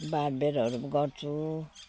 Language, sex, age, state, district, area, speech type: Nepali, female, 60+, West Bengal, Jalpaiguri, urban, spontaneous